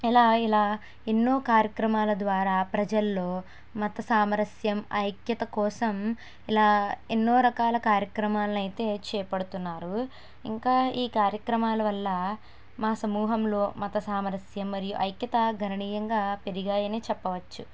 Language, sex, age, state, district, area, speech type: Telugu, female, 18-30, Andhra Pradesh, N T Rama Rao, urban, spontaneous